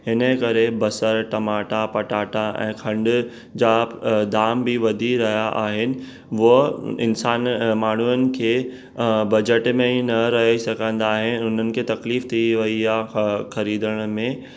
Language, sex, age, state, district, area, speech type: Sindhi, male, 18-30, Maharashtra, Mumbai Suburban, urban, spontaneous